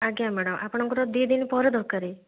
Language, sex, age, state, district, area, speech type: Odia, female, 30-45, Odisha, Puri, urban, conversation